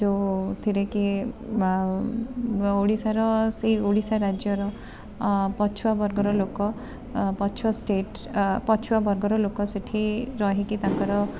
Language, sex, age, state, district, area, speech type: Odia, female, 45-60, Odisha, Bhadrak, rural, spontaneous